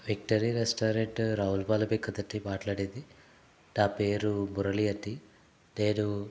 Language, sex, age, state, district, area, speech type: Telugu, male, 30-45, Andhra Pradesh, Konaseema, rural, spontaneous